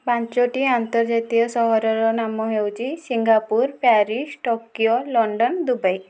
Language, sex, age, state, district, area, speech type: Odia, female, 45-60, Odisha, Kandhamal, rural, spontaneous